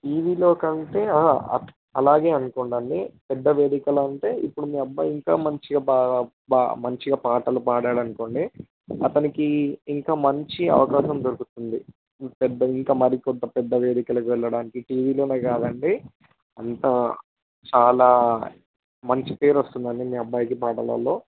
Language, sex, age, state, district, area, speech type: Telugu, male, 18-30, Telangana, Vikarabad, urban, conversation